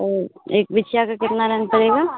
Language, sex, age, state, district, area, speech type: Hindi, female, 18-30, Bihar, Madhepura, rural, conversation